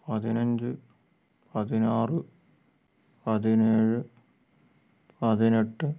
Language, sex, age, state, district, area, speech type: Malayalam, male, 60+, Kerala, Wayanad, rural, spontaneous